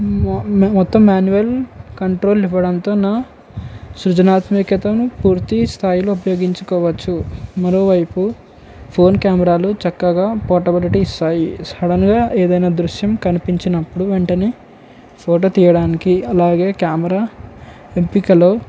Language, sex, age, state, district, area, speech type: Telugu, male, 18-30, Telangana, Komaram Bheem, urban, spontaneous